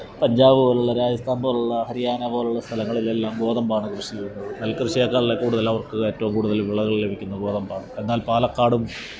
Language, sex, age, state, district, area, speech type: Malayalam, male, 45-60, Kerala, Alappuzha, urban, spontaneous